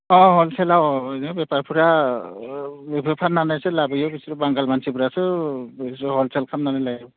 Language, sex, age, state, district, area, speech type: Bodo, male, 45-60, Assam, Udalguri, rural, conversation